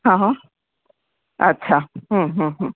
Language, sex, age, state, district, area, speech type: Gujarati, female, 45-60, Gujarat, Surat, urban, conversation